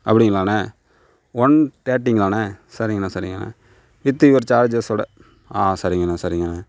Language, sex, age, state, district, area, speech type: Tamil, female, 30-45, Tamil Nadu, Tiruvarur, urban, spontaneous